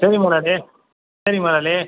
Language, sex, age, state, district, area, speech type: Tamil, male, 60+, Tamil Nadu, Cuddalore, urban, conversation